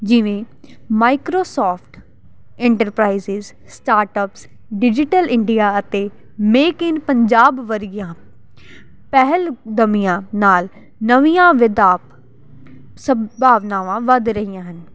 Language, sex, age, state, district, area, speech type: Punjabi, female, 18-30, Punjab, Jalandhar, urban, spontaneous